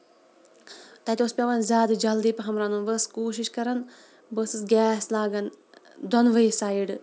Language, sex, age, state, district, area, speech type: Kashmiri, female, 45-60, Jammu and Kashmir, Shopian, urban, spontaneous